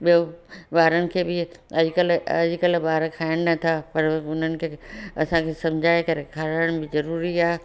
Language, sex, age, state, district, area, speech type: Sindhi, female, 60+, Delhi, South Delhi, urban, spontaneous